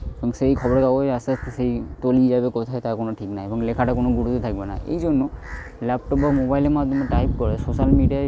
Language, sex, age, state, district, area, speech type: Bengali, male, 18-30, West Bengal, Purba Bardhaman, rural, spontaneous